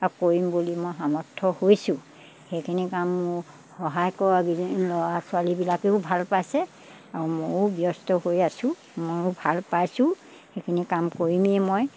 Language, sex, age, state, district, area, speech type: Assamese, female, 60+, Assam, Dibrugarh, rural, spontaneous